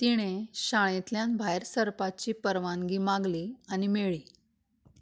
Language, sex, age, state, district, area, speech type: Goan Konkani, female, 30-45, Goa, Canacona, rural, read